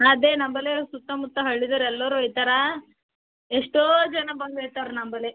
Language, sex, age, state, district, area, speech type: Kannada, female, 18-30, Karnataka, Bidar, urban, conversation